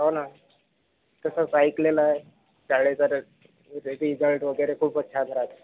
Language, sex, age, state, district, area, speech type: Marathi, male, 30-45, Maharashtra, Akola, urban, conversation